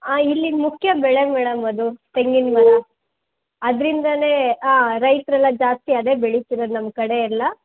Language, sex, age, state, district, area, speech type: Kannada, female, 18-30, Karnataka, Chitradurga, urban, conversation